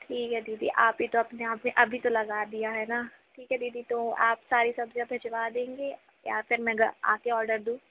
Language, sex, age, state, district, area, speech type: Hindi, female, 18-30, Madhya Pradesh, Jabalpur, urban, conversation